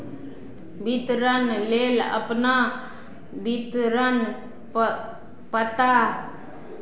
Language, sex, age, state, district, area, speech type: Maithili, female, 45-60, Bihar, Madhubani, rural, read